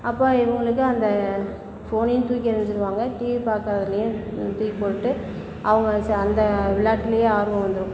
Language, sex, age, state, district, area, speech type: Tamil, female, 60+, Tamil Nadu, Perambalur, rural, spontaneous